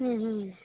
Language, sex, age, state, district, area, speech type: Kannada, female, 18-30, Karnataka, Dharwad, urban, conversation